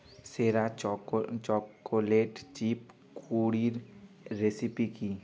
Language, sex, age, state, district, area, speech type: Bengali, male, 30-45, West Bengal, Bankura, urban, read